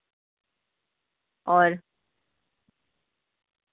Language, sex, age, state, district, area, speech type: Urdu, female, 30-45, Uttar Pradesh, Ghaziabad, urban, conversation